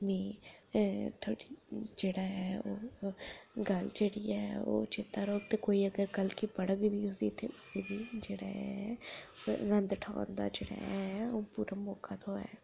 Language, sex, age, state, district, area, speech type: Dogri, female, 18-30, Jammu and Kashmir, Udhampur, rural, spontaneous